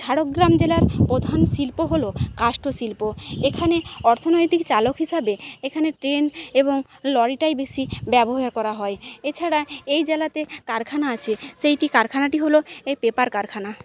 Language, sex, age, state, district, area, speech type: Bengali, female, 18-30, West Bengal, Jhargram, rural, spontaneous